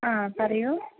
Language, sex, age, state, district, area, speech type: Malayalam, female, 45-60, Kerala, Kozhikode, urban, conversation